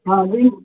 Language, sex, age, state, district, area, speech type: Odia, female, 60+, Odisha, Gajapati, rural, conversation